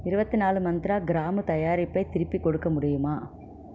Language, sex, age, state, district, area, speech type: Tamil, female, 30-45, Tamil Nadu, Krishnagiri, rural, read